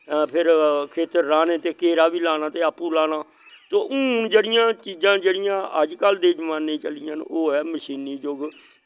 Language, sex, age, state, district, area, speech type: Dogri, male, 60+, Jammu and Kashmir, Samba, rural, spontaneous